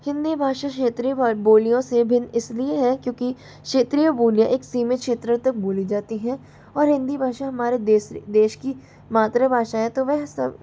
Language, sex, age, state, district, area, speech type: Hindi, female, 45-60, Rajasthan, Jaipur, urban, spontaneous